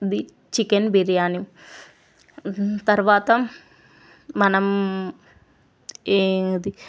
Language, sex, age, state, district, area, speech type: Telugu, female, 18-30, Telangana, Vikarabad, urban, spontaneous